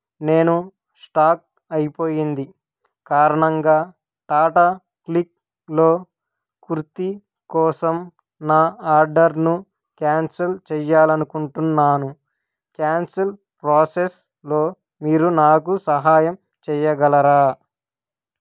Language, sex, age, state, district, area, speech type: Telugu, male, 18-30, Andhra Pradesh, Krishna, urban, read